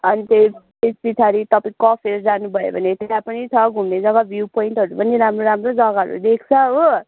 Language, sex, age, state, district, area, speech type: Nepali, female, 60+, West Bengal, Kalimpong, rural, conversation